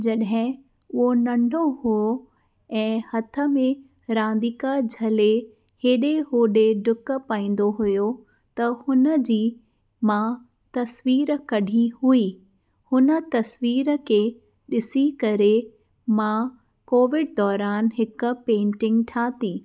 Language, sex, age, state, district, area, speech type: Sindhi, female, 30-45, Uttar Pradesh, Lucknow, urban, spontaneous